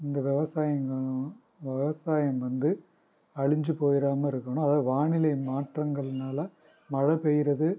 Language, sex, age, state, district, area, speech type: Tamil, male, 45-60, Tamil Nadu, Pudukkottai, rural, spontaneous